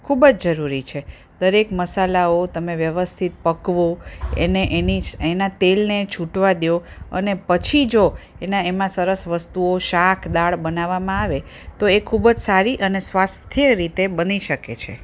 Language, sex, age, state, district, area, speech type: Gujarati, female, 45-60, Gujarat, Ahmedabad, urban, spontaneous